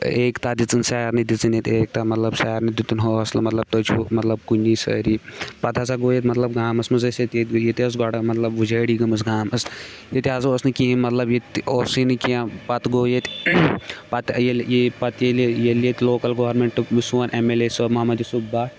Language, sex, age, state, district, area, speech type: Kashmiri, male, 18-30, Jammu and Kashmir, Shopian, rural, spontaneous